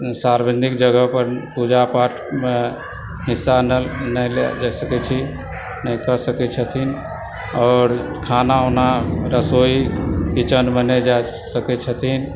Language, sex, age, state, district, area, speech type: Maithili, male, 60+, Bihar, Supaul, urban, spontaneous